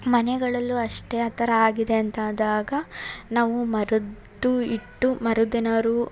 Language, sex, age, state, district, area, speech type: Kannada, female, 30-45, Karnataka, Hassan, urban, spontaneous